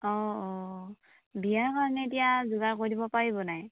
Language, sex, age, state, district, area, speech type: Assamese, female, 30-45, Assam, Tinsukia, urban, conversation